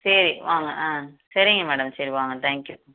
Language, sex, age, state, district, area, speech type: Tamil, female, 30-45, Tamil Nadu, Madurai, urban, conversation